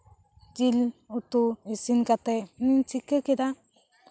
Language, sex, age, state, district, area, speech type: Santali, female, 18-30, West Bengal, Bankura, rural, spontaneous